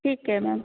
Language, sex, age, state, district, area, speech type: Punjabi, female, 45-60, Punjab, Jalandhar, urban, conversation